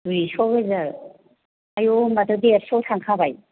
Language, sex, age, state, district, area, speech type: Bodo, female, 45-60, Assam, Chirang, rural, conversation